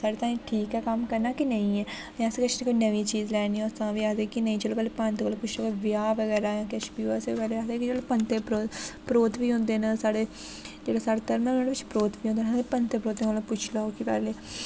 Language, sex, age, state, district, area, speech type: Dogri, female, 18-30, Jammu and Kashmir, Jammu, rural, spontaneous